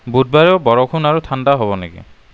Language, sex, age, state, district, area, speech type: Assamese, male, 30-45, Assam, Kamrup Metropolitan, urban, read